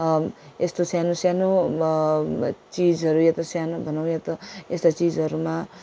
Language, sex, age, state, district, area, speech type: Nepali, female, 18-30, West Bengal, Darjeeling, rural, spontaneous